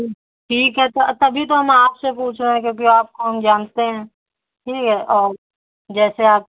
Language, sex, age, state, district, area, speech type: Hindi, female, 45-60, Uttar Pradesh, Hardoi, rural, conversation